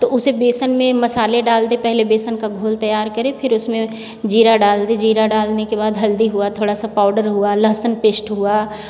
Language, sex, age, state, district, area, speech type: Hindi, female, 45-60, Uttar Pradesh, Varanasi, rural, spontaneous